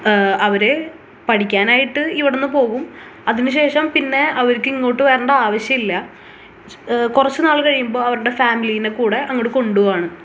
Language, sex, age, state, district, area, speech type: Malayalam, female, 18-30, Kerala, Thrissur, urban, spontaneous